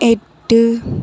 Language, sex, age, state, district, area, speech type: Tamil, female, 18-30, Tamil Nadu, Dharmapuri, urban, read